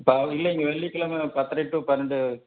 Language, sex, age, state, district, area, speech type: Tamil, male, 60+, Tamil Nadu, Madurai, rural, conversation